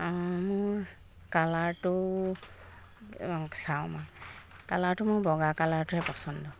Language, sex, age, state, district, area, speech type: Assamese, female, 45-60, Assam, Jorhat, urban, spontaneous